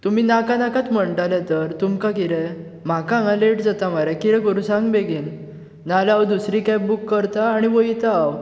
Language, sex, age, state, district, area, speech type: Goan Konkani, male, 18-30, Goa, Bardez, urban, spontaneous